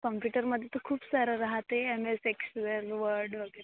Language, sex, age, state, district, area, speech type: Marathi, female, 18-30, Maharashtra, Amravati, urban, conversation